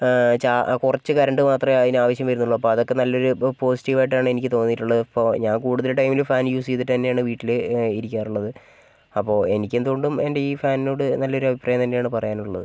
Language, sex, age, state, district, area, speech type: Malayalam, male, 45-60, Kerala, Wayanad, rural, spontaneous